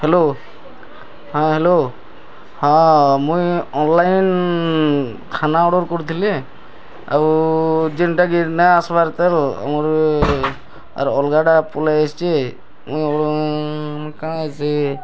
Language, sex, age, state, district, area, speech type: Odia, male, 30-45, Odisha, Bargarh, rural, spontaneous